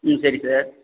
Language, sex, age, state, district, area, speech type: Tamil, male, 18-30, Tamil Nadu, Tiruvarur, rural, conversation